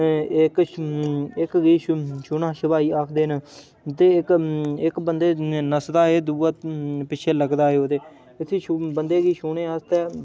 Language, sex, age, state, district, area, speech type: Dogri, male, 18-30, Jammu and Kashmir, Udhampur, rural, spontaneous